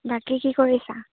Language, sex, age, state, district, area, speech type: Assamese, female, 18-30, Assam, Charaideo, urban, conversation